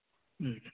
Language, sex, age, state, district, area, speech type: Manipuri, male, 30-45, Manipur, Ukhrul, urban, conversation